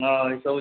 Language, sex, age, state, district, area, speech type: Odia, male, 45-60, Odisha, Nuapada, urban, conversation